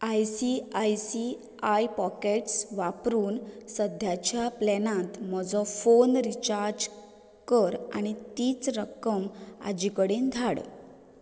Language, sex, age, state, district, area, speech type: Goan Konkani, female, 30-45, Goa, Canacona, rural, read